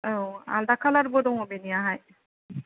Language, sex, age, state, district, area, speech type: Bodo, female, 30-45, Assam, Kokrajhar, rural, conversation